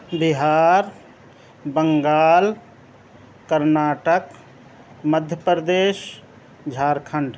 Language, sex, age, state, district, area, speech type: Urdu, male, 30-45, Delhi, South Delhi, urban, spontaneous